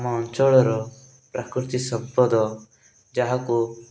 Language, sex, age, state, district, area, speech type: Odia, male, 18-30, Odisha, Rayagada, rural, spontaneous